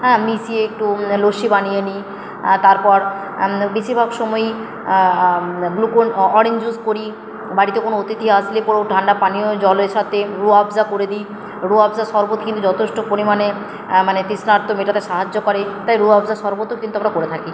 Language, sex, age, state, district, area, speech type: Bengali, female, 30-45, West Bengal, Purba Bardhaman, urban, spontaneous